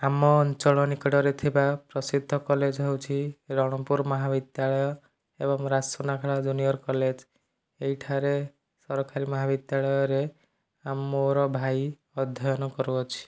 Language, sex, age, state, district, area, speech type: Odia, male, 45-60, Odisha, Nayagarh, rural, spontaneous